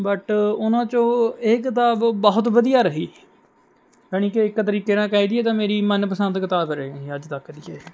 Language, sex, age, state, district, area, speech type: Punjabi, male, 18-30, Punjab, Mohali, rural, spontaneous